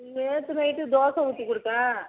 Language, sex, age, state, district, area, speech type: Tamil, female, 45-60, Tamil Nadu, Tiruchirappalli, rural, conversation